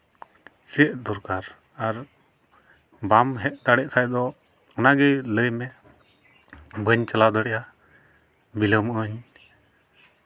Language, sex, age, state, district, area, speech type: Santali, male, 18-30, West Bengal, Malda, rural, spontaneous